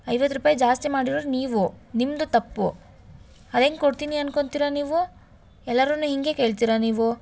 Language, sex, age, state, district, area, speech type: Kannada, female, 18-30, Karnataka, Tumkur, urban, spontaneous